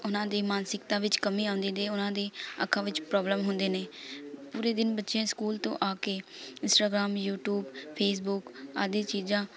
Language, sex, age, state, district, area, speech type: Punjabi, female, 18-30, Punjab, Shaheed Bhagat Singh Nagar, rural, spontaneous